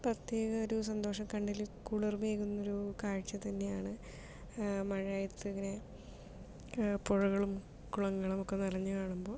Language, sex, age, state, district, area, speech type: Malayalam, female, 30-45, Kerala, Palakkad, rural, spontaneous